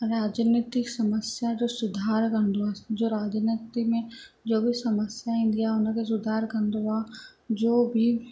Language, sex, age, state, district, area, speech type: Sindhi, female, 18-30, Rajasthan, Ajmer, urban, spontaneous